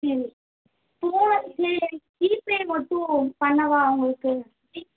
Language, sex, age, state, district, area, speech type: Tamil, female, 18-30, Tamil Nadu, Madurai, urban, conversation